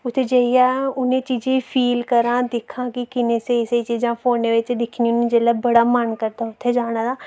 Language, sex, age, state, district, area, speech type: Dogri, female, 18-30, Jammu and Kashmir, Reasi, rural, spontaneous